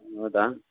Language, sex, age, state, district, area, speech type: Kannada, male, 18-30, Karnataka, Davanagere, rural, conversation